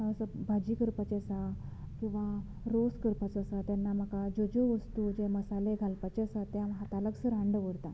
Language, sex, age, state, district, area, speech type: Goan Konkani, female, 30-45, Goa, Canacona, rural, spontaneous